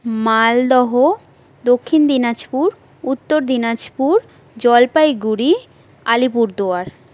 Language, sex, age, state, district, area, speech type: Bengali, female, 18-30, West Bengal, Jhargram, rural, spontaneous